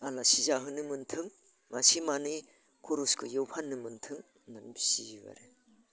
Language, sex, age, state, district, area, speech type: Bodo, female, 60+, Assam, Udalguri, rural, spontaneous